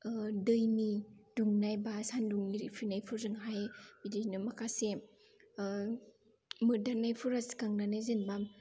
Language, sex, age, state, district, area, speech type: Bodo, female, 18-30, Assam, Kokrajhar, rural, spontaneous